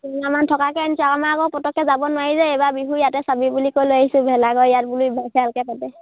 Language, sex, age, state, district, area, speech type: Assamese, female, 18-30, Assam, Sivasagar, rural, conversation